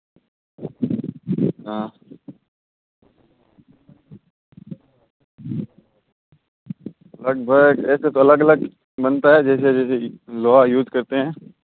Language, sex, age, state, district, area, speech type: Hindi, male, 18-30, Rajasthan, Nagaur, rural, conversation